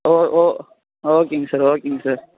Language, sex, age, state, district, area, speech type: Tamil, male, 18-30, Tamil Nadu, Perambalur, rural, conversation